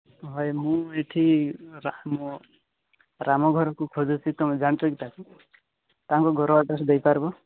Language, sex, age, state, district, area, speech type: Odia, male, 18-30, Odisha, Nabarangpur, urban, conversation